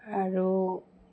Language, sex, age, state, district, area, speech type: Assamese, female, 45-60, Assam, Goalpara, rural, spontaneous